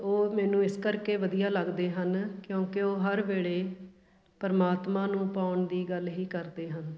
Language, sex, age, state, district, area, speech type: Punjabi, female, 45-60, Punjab, Fatehgarh Sahib, urban, spontaneous